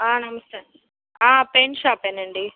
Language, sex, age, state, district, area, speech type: Telugu, female, 18-30, Andhra Pradesh, Guntur, rural, conversation